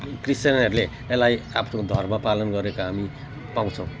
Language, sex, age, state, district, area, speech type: Nepali, male, 45-60, West Bengal, Jalpaiguri, urban, spontaneous